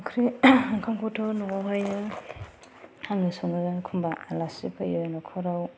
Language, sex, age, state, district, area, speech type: Bodo, female, 30-45, Assam, Kokrajhar, rural, spontaneous